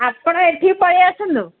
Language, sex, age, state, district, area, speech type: Odia, female, 45-60, Odisha, Sundergarh, rural, conversation